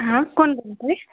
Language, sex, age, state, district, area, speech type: Marathi, female, 30-45, Maharashtra, Beed, urban, conversation